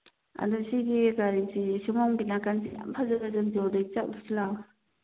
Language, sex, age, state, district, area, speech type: Manipuri, female, 45-60, Manipur, Churachandpur, urban, conversation